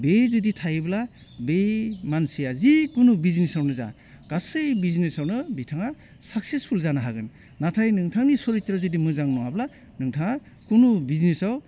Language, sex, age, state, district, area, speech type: Bodo, male, 60+, Assam, Udalguri, urban, spontaneous